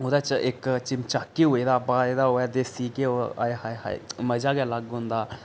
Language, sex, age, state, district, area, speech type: Dogri, male, 18-30, Jammu and Kashmir, Reasi, rural, spontaneous